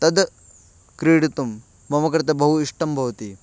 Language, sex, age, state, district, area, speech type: Sanskrit, male, 18-30, Delhi, Central Delhi, urban, spontaneous